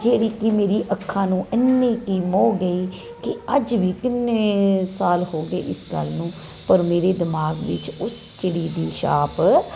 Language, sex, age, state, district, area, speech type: Punjabi, female, 30-45, Punjab, Kapurthala, urban, spontaneous